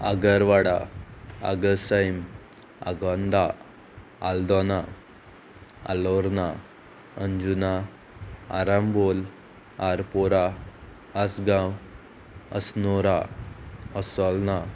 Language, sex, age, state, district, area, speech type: Goan Konkani, female, 18-30, Goa, Murmgao, urban, spontaneous